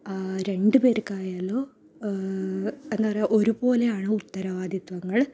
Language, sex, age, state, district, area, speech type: Malayalam, female, 30-45, Kerala, Kasaragod, rural, spontaneous